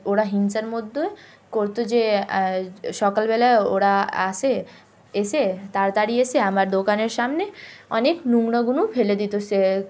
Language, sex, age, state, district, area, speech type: Bengali, female, 18-30, West Bengal, Hooghly, urban, spontaneous